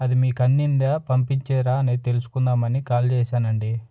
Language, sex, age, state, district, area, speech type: Telugu, male, 30-45, Andhra Pradesh, Nellore, rural, spontaneous